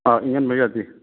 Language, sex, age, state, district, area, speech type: Manipuri, male, 60+, Manipur, Imphal East, rural, conversation